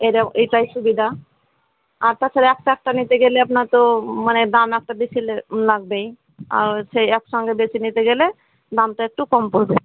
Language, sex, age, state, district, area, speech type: Bengali, female, 30-45, West Bengal, Murshidabad, rural, conversation